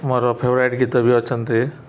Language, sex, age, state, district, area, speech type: Odia, male, 30-45, Odisha, Subarnapur, urban, spontaneous